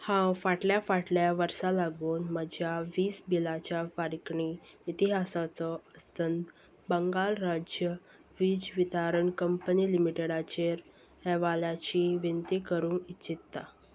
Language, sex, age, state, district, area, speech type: Goan Konkani, female, 18-30, Goa, Salcete, rural, read